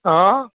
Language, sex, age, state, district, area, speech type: Gujarati, male, 45-60, Gujarat, Aravalli, urban, conversation